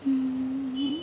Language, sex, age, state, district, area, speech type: Kannada, female, 18-30, Karnataka, Chamarajanagar, urban, spontaneous